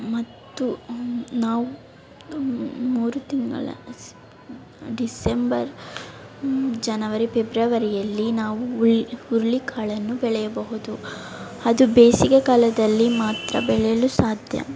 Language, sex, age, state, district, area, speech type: Kannada, female, 18-30, Karnataka, Chamarajanagar, urban, spontaneous